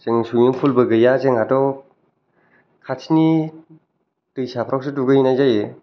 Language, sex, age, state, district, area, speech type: Bodo, male, 18-30, Assam, Kokrajhar, urban, spontaneous